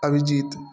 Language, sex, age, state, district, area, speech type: Maithili, male, 18-30, Bihar, Darbhanga, rural, spontaneous